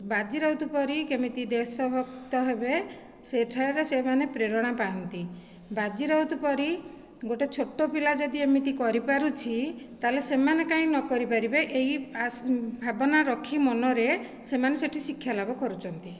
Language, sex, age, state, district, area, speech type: Odia, female, 45-60, Odisha, Dhenkanal, rural, spontaneous